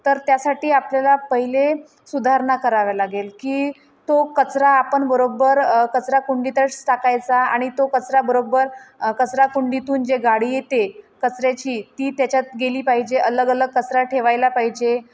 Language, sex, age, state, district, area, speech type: Marathi, female, 30-45, Maharashtra, Nagpur, rural, spontaneous